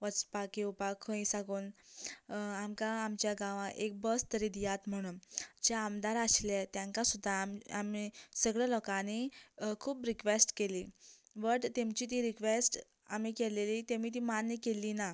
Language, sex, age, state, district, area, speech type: Goan Konkani, female, 18-30, Goa, Canacona, rural, spontaneous